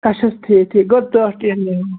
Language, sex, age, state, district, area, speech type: Kashmiri, male, 30-45, Jammu and Kashmir, Pulwama, rural, conversation